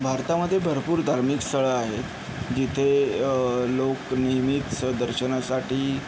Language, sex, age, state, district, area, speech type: Marathi, male, 45-60, Maharashtra, Yavatmal, urban, spontaneous